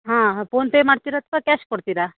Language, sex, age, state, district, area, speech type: Kannada, female, 30-45, Karnataka, Uttara Kannada, rural, conversation